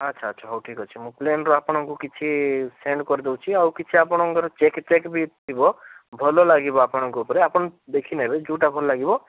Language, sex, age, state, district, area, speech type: Odia, male, 18-30, Odisha, Bhadrak, rural, conversation